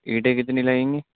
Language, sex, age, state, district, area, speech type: Urdu, male, 18-30, Delhi, East Delhi, urban, conversation